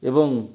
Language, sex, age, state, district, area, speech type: Odia, male, 45-60, Odisha, Dhenkanal, rural, spontaneous